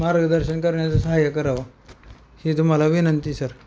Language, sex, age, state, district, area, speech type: Marathi, male, 30-45, Maharashtra, Beed, urban, spontaneous